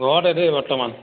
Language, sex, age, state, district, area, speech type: Assamese, male, 30-45, Assam, Sivasagar, urban, conversation